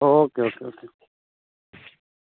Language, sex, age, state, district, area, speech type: Dogri, male, 60+, Jammu and Kashmir, Reasi, rural, conversation